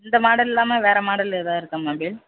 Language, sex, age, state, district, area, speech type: Tamil, male, 18-30, Tamil Nadu, Mayiladuthurai, urban, conversation